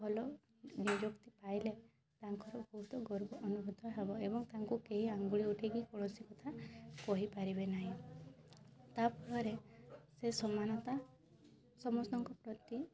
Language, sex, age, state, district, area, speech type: Odia, female, 18-30, Odisha, Mayurbhanj, rural, spontaneous